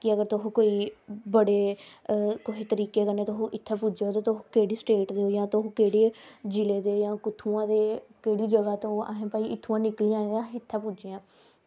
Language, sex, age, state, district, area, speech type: Dogri, female, 18-30, Jammu and Kashmir, Samba, rural, spontaneous